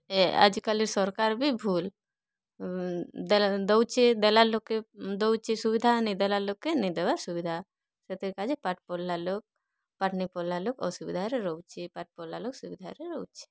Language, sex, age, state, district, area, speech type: Odia, female, 30-45, Odisha, Kalahandi, rural, spontaneous